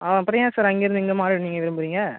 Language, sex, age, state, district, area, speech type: Tamil, male, 18-30, Tamil Nadu, Cuddalore, rural, conversation